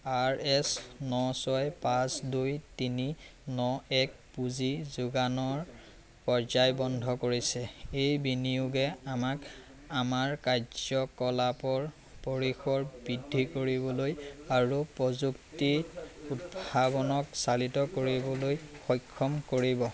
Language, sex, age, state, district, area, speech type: Assamese, male, 18-30, Assam, Majuli, urban, read